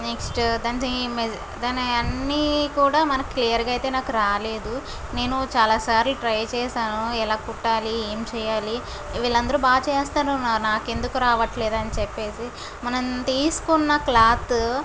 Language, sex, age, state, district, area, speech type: Telugu, female, 30-45, Andhra Pradesh, Kakinada, urban, spontaneous